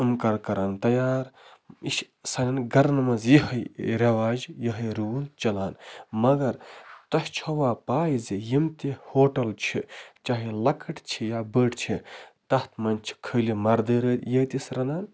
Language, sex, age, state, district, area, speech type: Kashmiri, male, 30-45, Jammu and Kashmir, Baramulla, rural, spontaneous